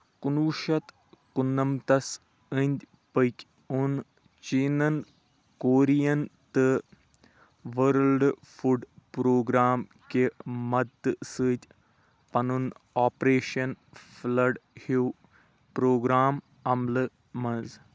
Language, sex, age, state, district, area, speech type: Kashmiri, male, 30-45, Jammu and Kashmir, Anantnag, rural, read